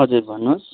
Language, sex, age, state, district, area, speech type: Nepali, male, 60+, West Bengal, Kalimpong, rural, conversation